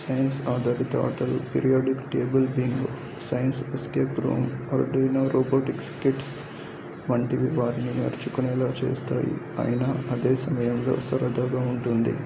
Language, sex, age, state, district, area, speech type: Telugu, male, 18-30, Telangana, Medak, rural, spontaneous